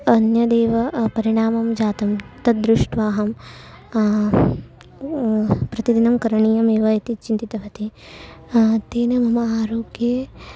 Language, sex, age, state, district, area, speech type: Sanskrit, female, 18-30, Karnataka, Uttara Kannada, rural, spontaneous